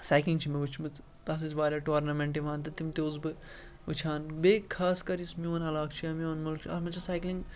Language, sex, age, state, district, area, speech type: Kashmiri, male, 18-30, Jammu and Kashmir, Srinagar, rural, spontaneous